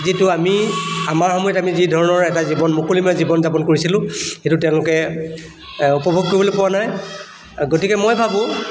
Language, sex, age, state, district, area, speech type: Assamese, male, 60+, Assam, Charaideo, urban, spontaneous